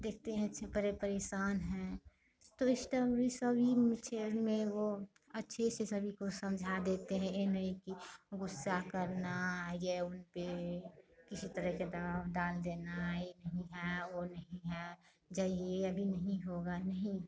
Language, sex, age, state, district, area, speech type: Hindi, female, 30-45, Bihar, Madhepura, rural, spontaneous